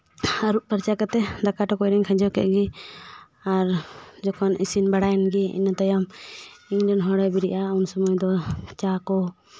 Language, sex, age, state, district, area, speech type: Santali, female, 18-30, West Bengal, Paschim Bardhaman, rural, spontaneous